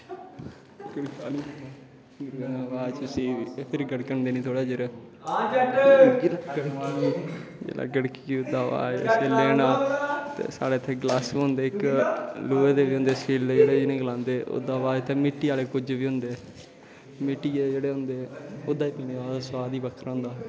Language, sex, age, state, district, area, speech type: Dogri, male, 18-30, Jammu and Kashmir, Kathua, rural, spontaneous